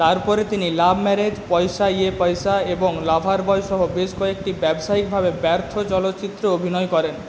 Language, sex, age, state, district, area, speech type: Bengali, male, 45-60, West Bengal, Paschim Medinipur, rural, read